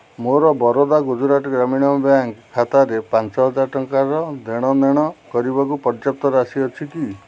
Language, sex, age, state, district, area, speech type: Odia, male, 45-60, Odisha, Jagatsinghpur, urban, read